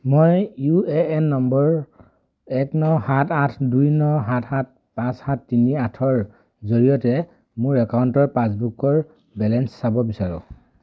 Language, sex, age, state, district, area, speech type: Assamese, male, 18-30, Assam, Dhemaji, rural, read